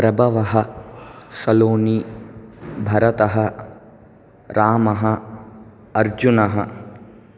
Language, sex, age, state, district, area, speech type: Sanskrit, male, 18-30, Andhra Pradesh, Chittoor, urban, spontaneous